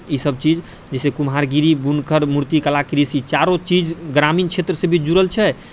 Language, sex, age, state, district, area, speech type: Maithili, male, 45-60, Bihar, Purnia, rural, spontaneous